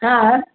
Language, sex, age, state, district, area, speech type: Sindhi, female, 60+, Maharashtra, Mumbai Suburban, rural, conversation